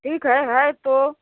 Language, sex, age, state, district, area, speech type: Hindi, female, 60+, Uttar Pradesh, Jaunpur, rural, conversation